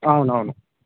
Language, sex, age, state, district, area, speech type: Telugu, male, 30-45, Telangana, Hyderabad, rural, conversation